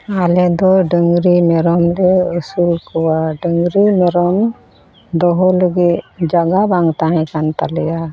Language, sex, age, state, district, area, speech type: Santali, female, 45-60, West Bengal, Malda, rural, spontaneous